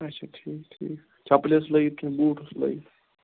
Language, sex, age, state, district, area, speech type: Kashmiri, male, 30-45, Jammu and Kashmir, Ganderbal, rural, conversation